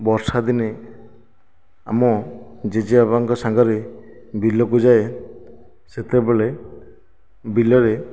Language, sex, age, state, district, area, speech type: Odia, male, 45-60, Odisha, Nayagarh, rural, spontaneous